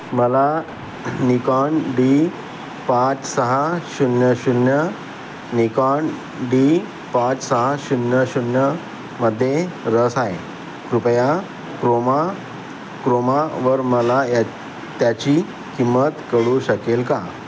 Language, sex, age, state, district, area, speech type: Marathi, male, 45-60, Maharashtra, Nagpur, urban, read